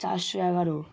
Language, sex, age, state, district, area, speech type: Bengali, male, 18-30, West Bengal, Hooghly, urban, spontaneous